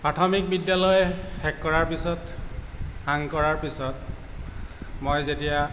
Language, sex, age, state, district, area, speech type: Assamese, male, 45-60, Assam, Tinsukia, rural, spontaneous